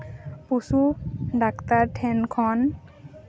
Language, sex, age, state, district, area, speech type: Santali, female, 18-30, West Bengal, Paschim Bardhaman, rural, spontaneous